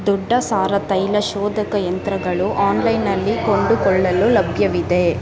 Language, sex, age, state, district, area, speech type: Kannada, female, 18-30, Karnataka, Bangalore Urban, rural, read